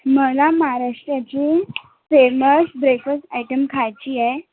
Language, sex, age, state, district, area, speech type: Marathi, female, 18-30, Maharashtra, Nagpur, urban, conversation